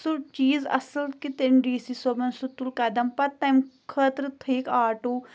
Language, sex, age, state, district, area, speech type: Kashmiri, female, 30-45, Jammu and Kashmir, Pulwama, rural, spontaneous